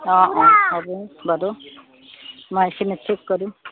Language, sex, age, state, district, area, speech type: Assamese, female, 45-60, Assam, Udalguri, rural, conversation